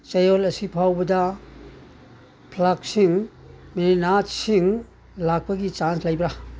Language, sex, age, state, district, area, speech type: Manipuri, male, 60+, Manipur, Churachandpur, rural, read